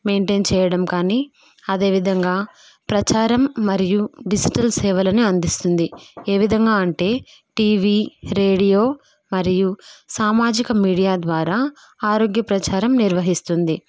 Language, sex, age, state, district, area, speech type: Telugu, female, 18-30, Andhra Pradesh, Kadapa, rural, spontaneous